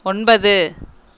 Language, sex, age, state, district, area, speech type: Tamil, female, 30-45, Tamil Nadu, Erode, rural, read